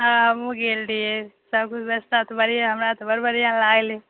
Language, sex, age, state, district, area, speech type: Maithili, female, 45-60, Bihar, Saharsa, rural, conversation